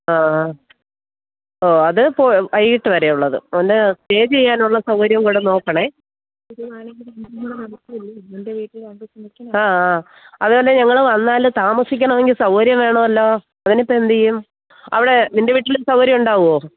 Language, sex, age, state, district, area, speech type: Malayalam, female, 45-60, Kerala, Thiruvananthapuram, urban, conversation